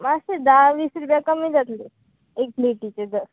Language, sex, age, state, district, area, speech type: Goan Konkani, female, 18-30, Goa, Murmgao, urban, conversation